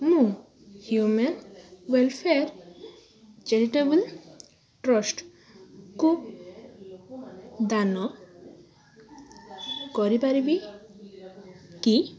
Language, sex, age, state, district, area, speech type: Odia, female, 18-30, Odisha, Balasore, rural, read